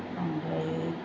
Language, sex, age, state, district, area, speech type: Bodo, female, 30-45, Assam, Kokrajhar, rural, spontaneous